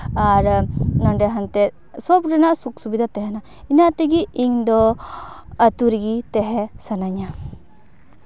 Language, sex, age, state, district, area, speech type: Santali, female, 18-30, West Bengal, Paschim Bardhaman, rural, spontaneous